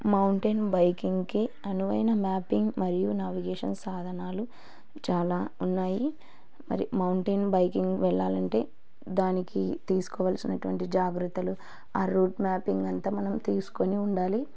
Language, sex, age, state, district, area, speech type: Telugu, female, 30-45, Andhra Pradesh, Kurnool, rural, spontaneous